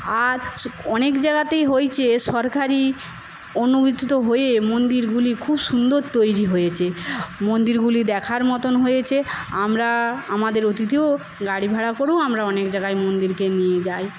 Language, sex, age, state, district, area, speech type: Bengali, female, 60+, West Bengal, Paschim Medinipur, rural, spontaneous